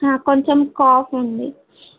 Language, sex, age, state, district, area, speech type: Telugu, female, 18-30, Telangana, Siddipet, urban, conversation